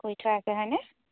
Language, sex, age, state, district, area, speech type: Assamese, female, 18-30, Assam, Majuli, urban, conversation